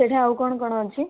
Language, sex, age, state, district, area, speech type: Odia, female, 18-30, Odisha, Kandhamal, rural, conversation